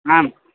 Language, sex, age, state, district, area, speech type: Sanskrit, male, 18-30, Assam, Tinsukia, rural, conversation